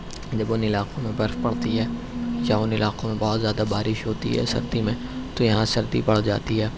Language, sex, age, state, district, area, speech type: Urdu, male, 18-30, Uttar Pradesh, Shahjahanpur, urban, spontaneous